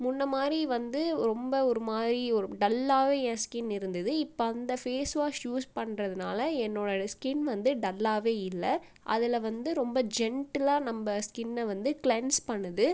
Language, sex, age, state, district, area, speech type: Tamil, female, 18-30, Tamil Nadu, Viluppuram, rural, spontaneous